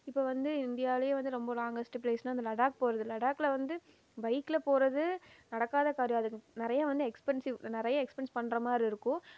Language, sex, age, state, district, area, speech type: Tamil, female, 18-30, Tamil Nadu, Erode, rural, spontaneous